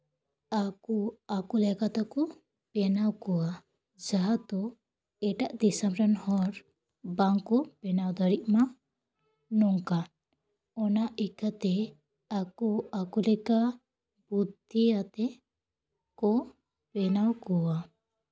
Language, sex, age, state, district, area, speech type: Santali, female, 18-30, West Bengal, Paschim Bardhaman, rural, spontaneous